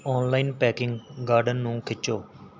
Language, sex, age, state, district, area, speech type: Punjabi, male, 18-30, Punjab, Mohali, urban, read